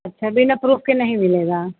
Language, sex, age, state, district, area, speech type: Hindi, female, 60+, Uttar Pradesh, Pratapgarh, rural, conversation